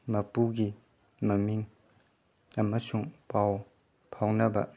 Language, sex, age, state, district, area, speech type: Manipuri, male, 18-30, Manipur, Chandel, rural, read